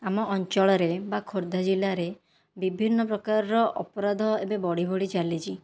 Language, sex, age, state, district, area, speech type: Odia, female, 18-30, Odisha, Khordha, rural, spontaneous